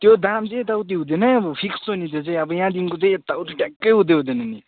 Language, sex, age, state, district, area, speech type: Nepali, male, 18-30, West Bengal, Darjeeling, urban, conversation